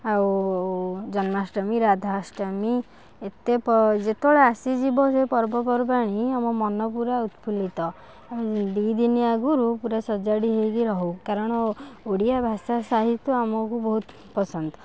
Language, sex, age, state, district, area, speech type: Odia, female, 60+, Odisha, Kendujhar, urban, spontaneous